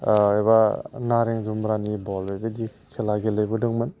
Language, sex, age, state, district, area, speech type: Bodo, male, 30-45, Assam, Udalguri, urban, spontaneous